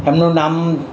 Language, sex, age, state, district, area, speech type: Gujarati, male, 60+, Gujarat, Valsad, urban, spontaneous